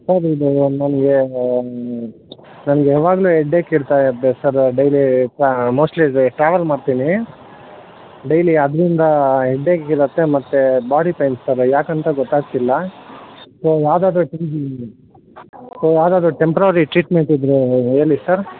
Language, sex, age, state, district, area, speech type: Kannada, male, 18-30, Karnataka, Kolar, rural, conversation